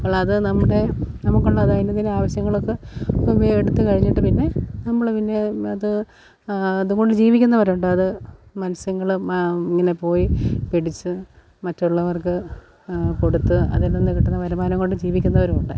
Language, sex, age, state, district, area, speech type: Malayalam, female, 30-45, Kerala, Alappuzha, rural, spontaneous